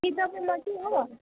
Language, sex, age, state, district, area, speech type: Nepali, female, 18-30, West Bengal, Jalpaiguri, rural, conversation